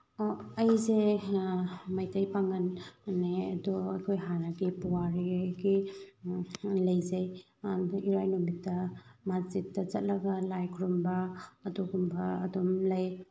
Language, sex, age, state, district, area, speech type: Manipuri, female, 30-45, Manipur, Thoubal, rural, spontaneous